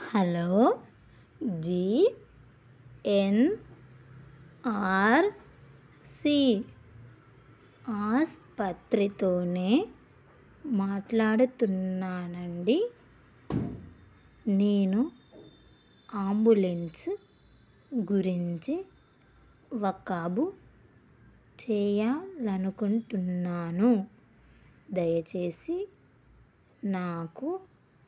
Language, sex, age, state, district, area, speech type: Telugu, female, 30-45, Telangana, Karimnagar, rural, read